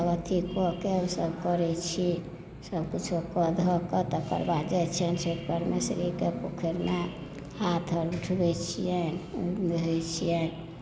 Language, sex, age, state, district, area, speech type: Maithili, female, 45-60, Bihar, Madhubani, rural, spontaneous